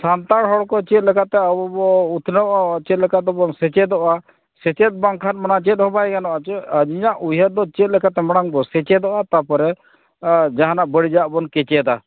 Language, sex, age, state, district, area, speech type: Santali, male, 60+, Odisha, Mayurbhanj, rural, conversation